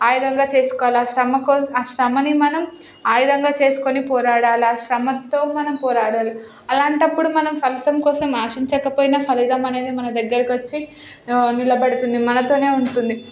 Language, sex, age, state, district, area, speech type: Telugu, female, 18-30, Telangana, Hyderabad, urban, spontaneous